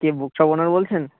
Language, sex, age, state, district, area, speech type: Bengali, male, 18-30, West Bengal, Uttar Dinajpur, urban, conversation